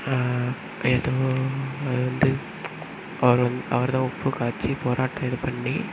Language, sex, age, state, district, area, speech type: Tamil, male, 18-30, Tamil Nadu, Sivaganga, rural, spontaneous